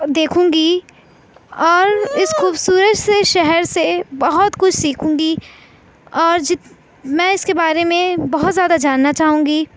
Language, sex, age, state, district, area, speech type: Urdu, female, 18-30, Uttar Pradesh, Mau, urban, spontaneous